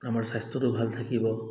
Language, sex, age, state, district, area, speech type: Assamese, male, 30-45, Assam, Dibrugarh, urban, spontaneous